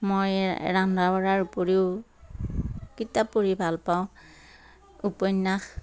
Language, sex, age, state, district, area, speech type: Assamese, female, 60+, Assam, Darrang, rural, spontaneous